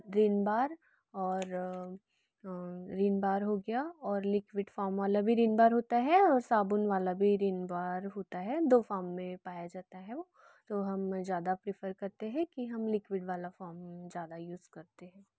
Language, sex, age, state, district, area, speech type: Hindi, female, 18-30, Madhya Pradesh, Betul, rural, spontaneous